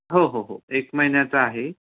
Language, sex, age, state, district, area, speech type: Marathi, male, 18-30, Maharashtra, Raigad, rural, conversation